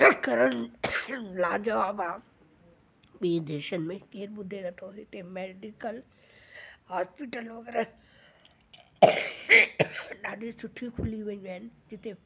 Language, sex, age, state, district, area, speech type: Sindhi, female, 60+, Delhi, South Delhi, rural, spontaneous